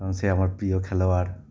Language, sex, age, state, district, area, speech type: Bengali, male, 30-45, West Bengal, Cooch Behar, urban, spontaneous